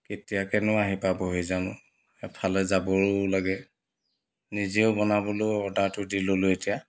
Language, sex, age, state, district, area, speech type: Assamese, male, 45-60, Assam, Dibrugarh, rural, spontaneous